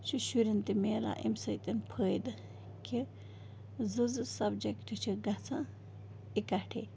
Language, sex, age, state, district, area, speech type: Kashmiri, female, 45-60, Jammu and Kashmir, Bandipora, rural, spontaneous